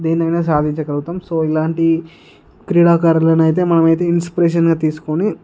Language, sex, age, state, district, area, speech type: Telugu, male, 60+, Andhra Pradesh, Visakhapatnam, urban, spontaneous